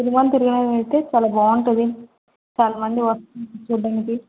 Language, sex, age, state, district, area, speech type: Telugu, female, 30-45, Andhra Pradesh, Vizianagaram, rural, conversation